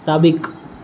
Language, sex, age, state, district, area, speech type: Sindhi, male, 18-30, Maharashtra, Mumbai Suburban, urban, read